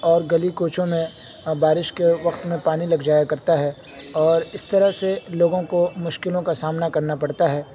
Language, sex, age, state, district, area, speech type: Urdu, male, 18-30, Uttar Pradesh, Saharanpur, urban, spontaneous